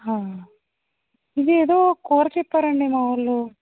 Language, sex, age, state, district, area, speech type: Telugu, female, 45-60, Andhra Pradesh, East Godavari, rural, conversation